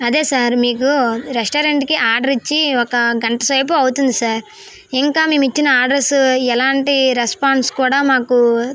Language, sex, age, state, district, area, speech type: Telugu, female, 18-30, Andhra Pradesh, Vizianagaram, rural, spontaneous